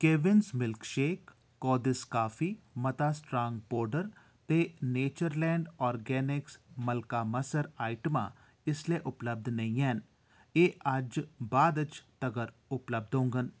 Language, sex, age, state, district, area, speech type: Dogri, male, 45-60, Jammu and Kashmir, Jammu, urban, read